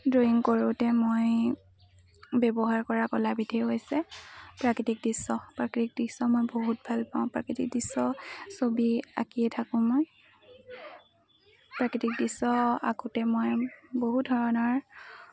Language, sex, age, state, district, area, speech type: Assamese, female, 18-30, Assam, Lakhimpur, rural, spontaneous